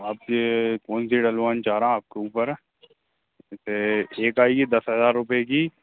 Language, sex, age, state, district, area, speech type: Hindi, male, 18-30, Madhya Pradesh, Hoshangabad, urban, conversation